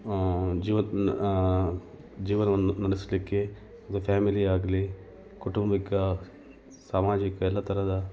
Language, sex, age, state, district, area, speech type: Kannada, male, 45-60, Karnataka, Dakshina Kannada, rural, spontaneous